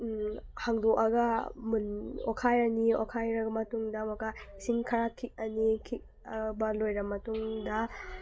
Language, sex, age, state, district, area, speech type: Manipuri, female, 18-30, Manipur, Tengnoupal, urban, spontaneous